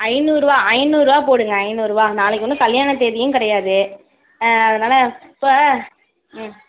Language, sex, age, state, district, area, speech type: Tamil, female, 30-45, Tamil Nadu, Tiruvarur, rural, conversation